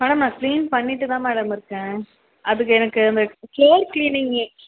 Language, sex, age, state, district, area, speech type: Tamil, female, 30-45, Tamil Nadu, Tiruvallur, urban, conversation